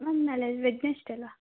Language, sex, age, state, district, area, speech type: Kannada, female, 45-60, Karnataka, Tumkur, rural, conversation